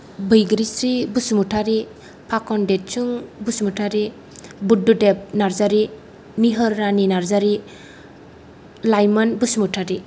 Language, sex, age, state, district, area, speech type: Bodo, female, 30-45, Assam, Kokrajhar, rural, spontaneous